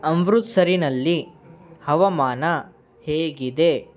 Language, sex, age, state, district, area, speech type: Kannada, male, 18-30, Karnataka, Bidar, urban, read